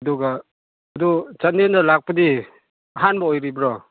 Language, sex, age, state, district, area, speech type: Manipuri, male, 30-45, Manipur, Chandel, rural, conversation